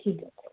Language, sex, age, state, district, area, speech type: Bengali, female, 18-30, West Bengal, Howrah, urban, conversation